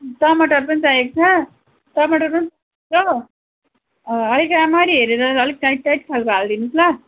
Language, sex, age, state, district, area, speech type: Nepali, female, 30-45, West Bengal, Darjeeling, rural, conversation